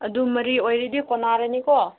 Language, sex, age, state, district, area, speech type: Manipuri, female, 30-45, Manipur, Senapati, urban, conversation